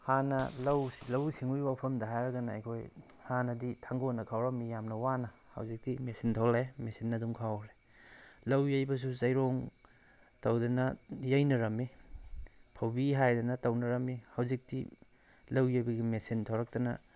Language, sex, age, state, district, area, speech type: Manipuri, male, 45-60, Manipur, Tengnoupal, rural, spontaneous